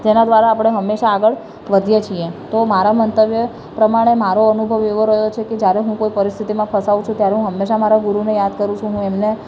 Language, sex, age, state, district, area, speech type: Gujarati, female, 18-30, Gujarat, Ahmedabad, urban, spontaneous